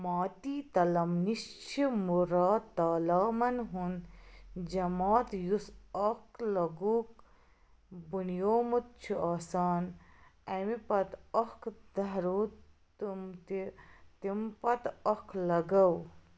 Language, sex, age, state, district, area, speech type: Kashmiri, female, 45-60, Jammu and Kashmir, Baramulla, rural, read